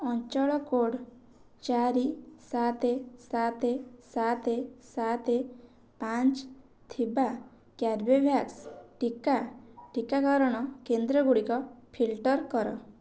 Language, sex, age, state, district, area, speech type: Odia, female, 18-30, Odisha, Kendrapara, urban, read